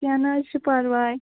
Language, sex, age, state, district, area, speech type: Kashmiri, female, 18-30, Jammu and Kashmir, Pulwama, rural, conversation